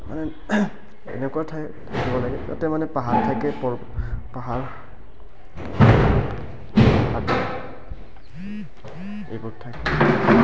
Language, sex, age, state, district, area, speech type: Assamese, male, 18-30, Assam, Barpeta, rural, spontaneous